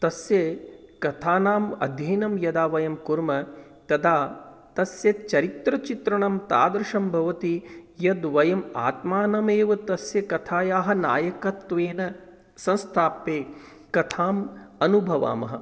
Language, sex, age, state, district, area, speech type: Sanskrit, male, 45-60, Rajasthan, Jaipur, urban, spontaneous